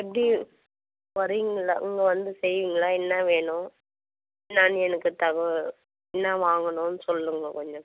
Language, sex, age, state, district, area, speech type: Tamil, female, 60+, Tamil Nadu, Vellore, rural, conversation